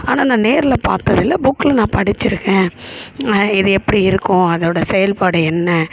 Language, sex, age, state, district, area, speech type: Tamil, female, 30-45, Tamil Nadu, Chennai, urban, spontaneous